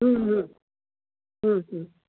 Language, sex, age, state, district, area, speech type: Sindhi, female, 60+, Gujarat, Kutch, urban, conversation